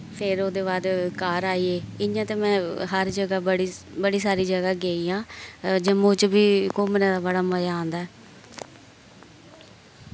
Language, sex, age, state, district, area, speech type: Dogri, female, 18-30, Jammu and Kashmir, Kathua, rural, spontaneous